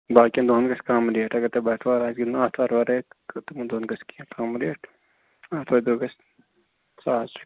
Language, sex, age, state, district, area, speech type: Kashmiri, male, 30-45, Jammu and Kashmir, Ganderbal, rural, conversation